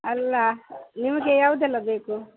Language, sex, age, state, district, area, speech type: Kannada, female, 60+, Karnataka, Dakshina Kannada, rural, conversation